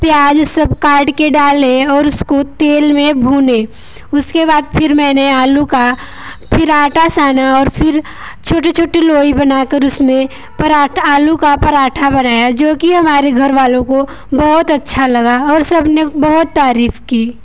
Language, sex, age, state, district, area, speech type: Hindi, female, 18-30, Uttar Pradesh, Mirzapur, rural, spontaneous